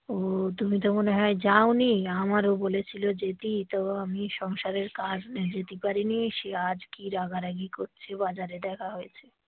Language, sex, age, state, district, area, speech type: Bengali, female, 45-60, West Bengal, Dakshin Dinajpur, urban, conversation